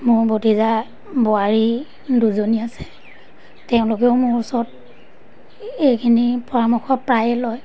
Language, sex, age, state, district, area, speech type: Assamese, female, 30-45, Assam, Majuli, urban, spontaneous